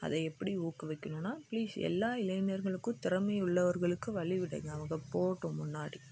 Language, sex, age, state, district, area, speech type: Tamil, female, 18-30, Tamil Nadu, Dharmapuri, rural, spontaneous